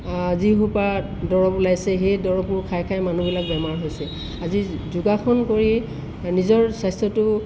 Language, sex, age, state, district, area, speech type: Assamese, female, 60+, Assam, Tinsukia, rural, spontaneous